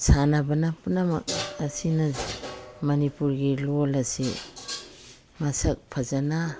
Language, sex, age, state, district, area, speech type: Manipuri, female, 60+, Manipur, Imphal East, rural, spontaneous